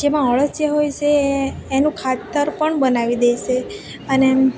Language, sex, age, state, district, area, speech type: Gujarati, female, 18-30, Gujarat, Valsad, rural, spontaneous